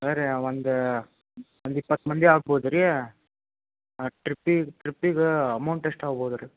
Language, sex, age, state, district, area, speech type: Kannada, male, 18-30, Karnataka, Gadag, urban, conversation